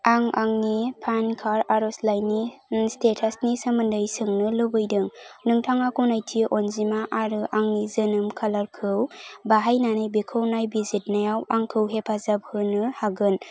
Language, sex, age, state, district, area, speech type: Bodo, female, 18-30, Assam, Kokrajhar, rural, read